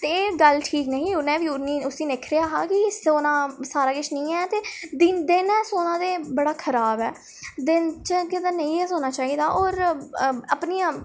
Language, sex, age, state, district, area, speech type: Dogri, female, 18-30, Jammu and Kashmir, Reasi, rural, spontaneous